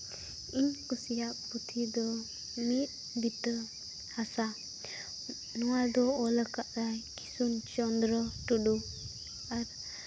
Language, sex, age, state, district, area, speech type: Santali, female, 18-30, Jharkhand, Seraikela Kharsawan, rural, spontaneous